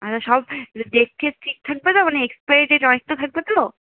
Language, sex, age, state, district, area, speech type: Bengali, female, 18-30, West Bengal, Alipurduar, rural, conversation